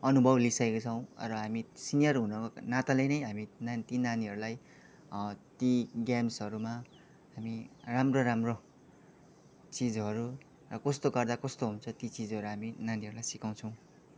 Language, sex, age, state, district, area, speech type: Nepali, male, 18-30, West Bengal, Kalimpong, rural, spontaneous